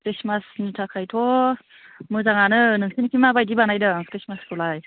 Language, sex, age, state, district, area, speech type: Bodo, female, 30-45, Assam, Baksa, rural, conversation